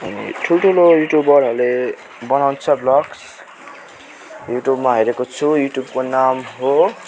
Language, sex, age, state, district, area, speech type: Nepali, male, 18-30, West Bengal, Alipurduar, rural, spontaneous